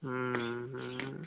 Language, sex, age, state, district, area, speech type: Hindi, male, 18-30, Bihar, Samastipur, rural, conversation